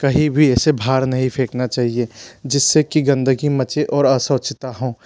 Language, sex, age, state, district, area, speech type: Hindi, male, 60+, Madhya Pradesh, Bhopal, urban, spontaneous